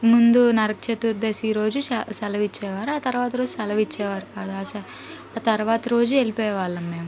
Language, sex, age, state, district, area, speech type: Telugu, female, 30-45, Andhra Pradesh, Palnadu, urban, spontaneous